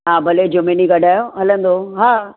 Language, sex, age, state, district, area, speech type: Sindhi, female, 60+, Maharashtra, Mumbai Suburban, urban, conversation